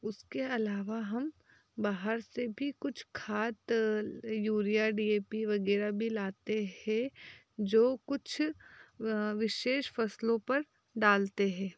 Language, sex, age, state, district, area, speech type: Hindi, female, 30-45, Madhya Pradesh, Betul, rural, spontaneous